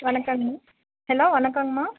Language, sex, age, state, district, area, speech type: Tamil, female, 30-45, Tamil Nadu, Dharmapuri, rural, conversation